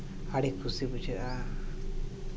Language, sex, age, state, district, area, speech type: Santali, male, 30-45, Jharkhand, East Singhbhum, rural, spontaneous